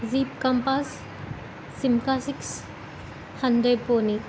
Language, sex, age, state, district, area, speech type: Telugu, female, 18-30, Telangana, Jayashankar, urban, spontaneous